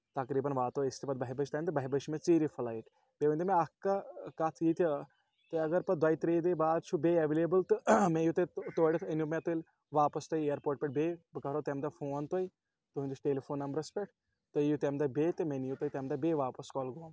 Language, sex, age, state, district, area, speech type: Kashmiri, male, 18-30, Jammu and Kashmir, Kulgam, urban, spontaneous